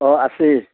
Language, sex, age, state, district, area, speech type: Assamese, male, 60+, Assam, Udalguri, urban, conversation